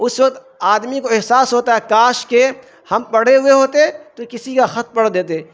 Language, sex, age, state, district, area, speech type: Urdu, male, 45-60, Bihar, Darbhanga, rural, spontaneous